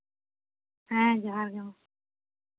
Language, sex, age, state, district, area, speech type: Santali, female, 18-30, West Bengal, Jhargram, rural, conversation